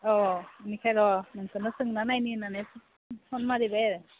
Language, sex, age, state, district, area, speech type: Bodo, female, 18-30, Assam, Udalguri, urban, conversation